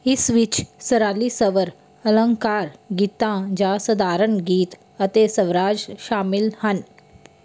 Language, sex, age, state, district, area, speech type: Punjabi, female, 18-30, Punjab, Mansa, urban, read